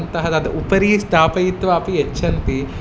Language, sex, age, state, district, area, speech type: Sanskrit, male, 18-30, Telangana, Hyderabad, urban, spontaneous